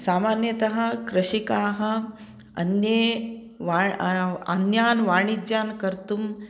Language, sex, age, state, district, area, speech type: Sanskrit, female, 45-60, Karnataka, Uttara Kannada, urban, spontaneous